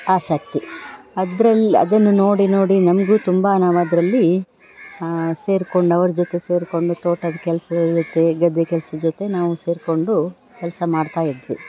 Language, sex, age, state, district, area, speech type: Kannada, female, 45-60, Karnataka, Dakshina Kannada, urban, spontaneous